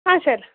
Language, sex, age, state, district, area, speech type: Kannada, female, 18-30, Karnataka, Mysore, rural, conversation